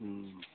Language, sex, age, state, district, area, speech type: Maithili, male, 45-60, Bihar, Saharsa, rural, conversation